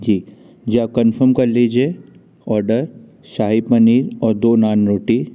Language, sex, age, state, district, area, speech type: Hindi, male, 30-45, Madhya Pradesh, Jabalpur, urban, spontaneous